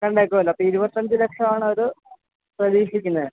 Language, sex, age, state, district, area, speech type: Malayalam, male, 30-45, Kerala, Alappuzha, rural, conversation